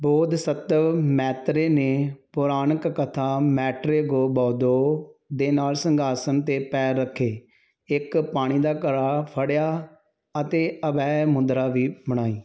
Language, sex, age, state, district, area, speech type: Punjabi, male, 30-45, Punjab, Tarn Taran, rural, read